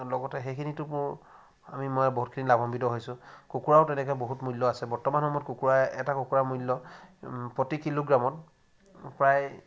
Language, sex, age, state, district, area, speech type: Assamese, male, 60+, Assam, Charaideo, rural, spontaneous